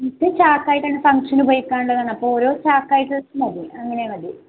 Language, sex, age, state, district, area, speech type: Malayalam, female, 18-30, Kerala, Palakkad, rural, conversation